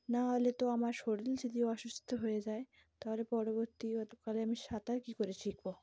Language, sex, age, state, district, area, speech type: Bengali, female, 30-45, West Bengal, Cooch Behar, urban, spontaneous